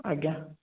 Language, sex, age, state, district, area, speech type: Odia, male, 30-45, Odisha, Puri, urban, conversation